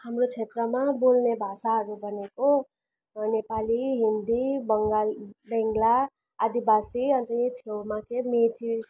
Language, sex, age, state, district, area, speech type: Nepali, female, 30-45, West Bengal, Darjeeling, rural, spontaneous